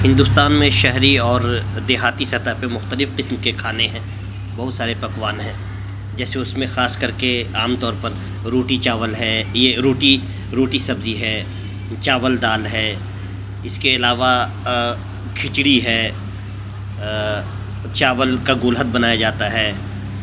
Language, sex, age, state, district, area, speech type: Urdu, male, 45-60, Delhi, South Delhi, urban, spontaneous